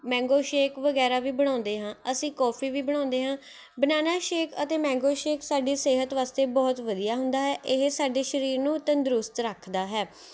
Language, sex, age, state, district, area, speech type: Punjabi, female, 18-30, Punjab, Mohali, urban, spontaneous